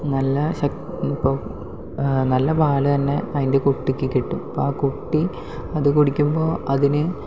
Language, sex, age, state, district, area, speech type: Malayalam, male, 18-30, Kerala, Palakkad, rural, spontaneous